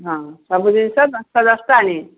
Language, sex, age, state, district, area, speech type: Odia, female, 60+, Odisha, Gajapati, rural, conversation